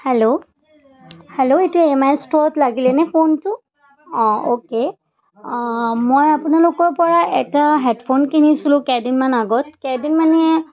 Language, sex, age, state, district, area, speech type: Assamese, female, 30-45, Assam, Charaideo, urban, spontaneous